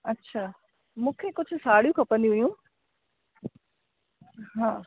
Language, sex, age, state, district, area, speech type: Sindhi, female, 30-45, Rajasthan, Ajmer, urban, conversation